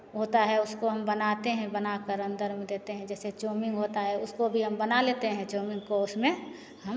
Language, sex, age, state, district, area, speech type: Hindi, female, 45-60, Bihar, Begusarai, urban, spontaneous